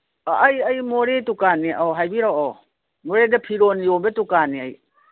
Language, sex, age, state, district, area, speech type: Manipuri, female, 60+, Manipur, Imphal East, rural, conversation